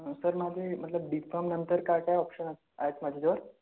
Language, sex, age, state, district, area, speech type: Marathi, male, 18-30, Maharashtra, Gondia, rural, conversation